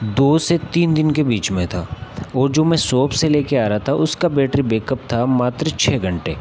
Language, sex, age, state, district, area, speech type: Hindi, male, 18-30, Rajasthan, Nagaur, rural, spontaneous